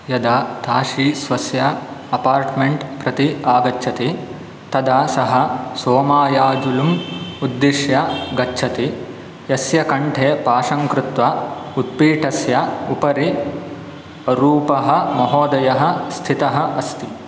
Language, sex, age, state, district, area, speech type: Sanskrit, male, 18-30, Karnataka, Shimoga, rural, read